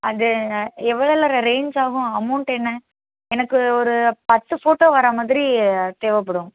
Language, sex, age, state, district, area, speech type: Tamil, female, 18-30, Tamil Nadu, Tirunelveli, rural, conversation